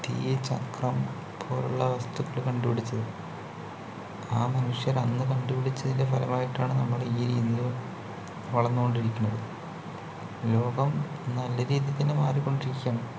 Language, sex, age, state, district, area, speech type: Malayalam, male, 45-60, Kerala, Palakkad, urban, spontaneous